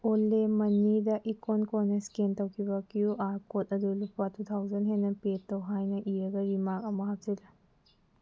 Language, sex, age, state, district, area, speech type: Manipuri, female, 18-30, Manipur, Senapati, rural, read